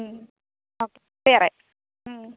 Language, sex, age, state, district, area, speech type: Malayalam, female, 30-45, Kerala, Palakkad, rural, conversation